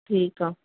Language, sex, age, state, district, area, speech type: Sindhi, female, 30-45, Madhya Pradesh, Katni, urban, conversation